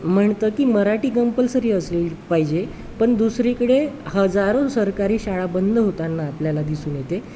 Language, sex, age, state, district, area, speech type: Marathi, male, 30-45, Maharashtra, Wardha, urban, spontaneous